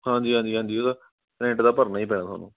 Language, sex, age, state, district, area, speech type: Punjabi, male, 18-30, Punjab, Patiala, urban, conversation